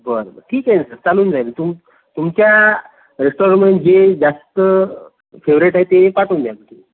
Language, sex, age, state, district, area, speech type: Marathi, male, 18-30, Maharashtra, Amravati, rural, conversation